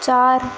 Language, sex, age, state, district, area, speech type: Hindi, female, 18-30, Madhya Pradesh, Ujjain, urban, read